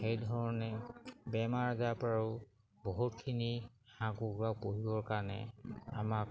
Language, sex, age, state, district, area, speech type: Assamese, male, 45-60, Assam, Sivasagar, rural, spontaneous